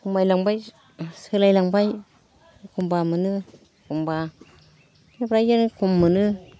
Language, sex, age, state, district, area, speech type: Bodo, female, 45-60, Assam, Kokrajhar, urban, spontaneous